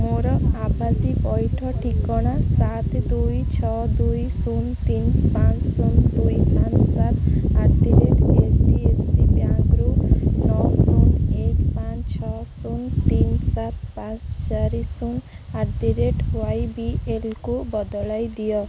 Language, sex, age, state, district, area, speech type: Odia, female, 18-30, Odisha, Jagatsinghpur, rural, read